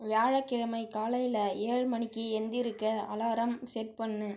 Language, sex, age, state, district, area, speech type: Tamil, male, 18-30, Tamil Nadu, Cuddalore, rural, read